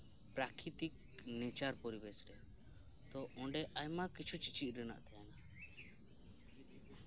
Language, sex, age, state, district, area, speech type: Santali, male, 18-30, West Bengal, Birbhum, rural, spontaneous